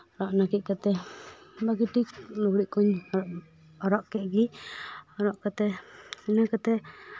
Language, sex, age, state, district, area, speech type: Santali, female, 18-30, West Bengal, Paschim Bardhaman, rural, spontaneous